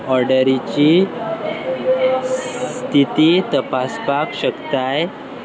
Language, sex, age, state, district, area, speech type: Goan Konkani, male, 18-30, Goa, Salcete, rural, read